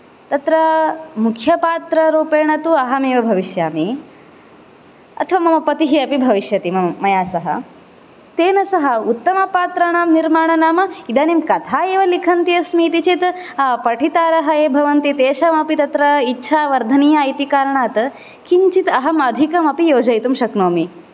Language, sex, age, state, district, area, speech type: Sanskrit, female, 18-30, Karnataka, Koppal, rural, spontaneous